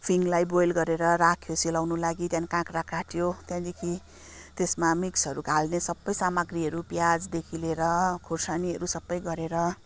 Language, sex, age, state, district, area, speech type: Nepali, female, 45-60, West Bengal, Kalimpong, rural, spontaneous